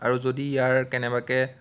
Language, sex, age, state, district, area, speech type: Assamese, male, 18-30, Assam, Biswanath, rural, spontaneous